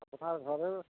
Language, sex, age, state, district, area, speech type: Bengali, male, 60+, West Bengal, Uttar Dinajpur, urban, conversation